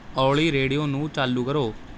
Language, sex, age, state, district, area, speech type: Punjabi, male, 18-30, Punjab, Rupnagar, urban, read